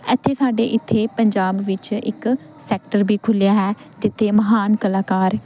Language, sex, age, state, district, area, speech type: Punjabi, female, 18-30, Punjab, Pathankot, rural, spontaneous